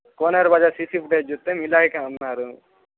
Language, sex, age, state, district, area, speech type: Telugu, male, 18-30, Andhra Pradesh, Guntur, rural, conversation